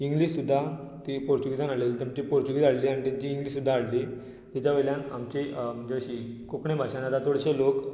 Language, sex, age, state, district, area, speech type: Goan Konkani, male, 18-30, Goa, Tiswadi, rural, spontaneous